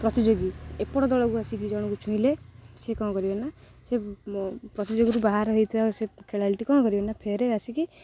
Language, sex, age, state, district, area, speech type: Odia, female, 18-30, Odisha, Jagatsinghpur, rural, spontaneous